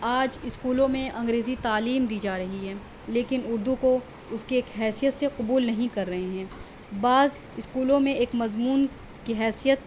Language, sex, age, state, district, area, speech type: Urdu, female, 18-30, Delhi, South Delhi, urban, spontaneous